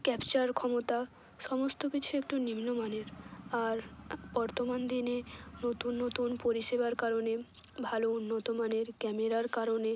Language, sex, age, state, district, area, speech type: Bengali, female, 18-30, West Bengal, Hooghly, urban, spontaneous